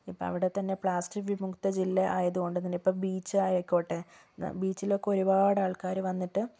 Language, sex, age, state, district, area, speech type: Malayalam, female, 18-30, Kerala, Kozhikode, urban, spontaneous